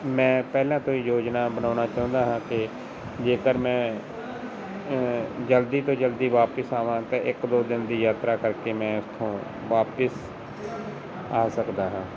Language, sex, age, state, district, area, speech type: Punjabi, male, 30-45, Punjab, Fazilka, rural, spontaneous